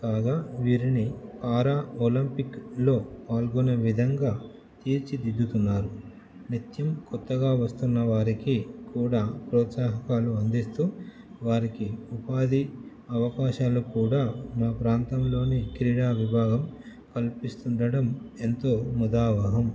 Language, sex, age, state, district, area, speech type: Telugu, male, 30-45, Andhra Pradesh, Nellore, urban, spontaneous